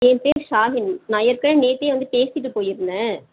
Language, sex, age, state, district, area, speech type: Tamil, female, 30-45, Tamil Nadu, Chennai, urban, conversation